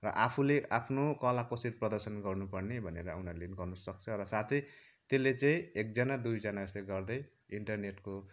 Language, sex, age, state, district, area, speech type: Nepali, male, 30-45, West Bengal, Kalimpong, rural, spontaneous